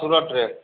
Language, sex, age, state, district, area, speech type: Odia, male, 45-60, Odisha, Nuapada, urban, conversation